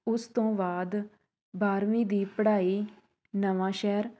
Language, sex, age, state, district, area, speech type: Punjabi, female, 30-45, Punjab, Shaheed Bhagat Singh Nagar, urban, spontaneous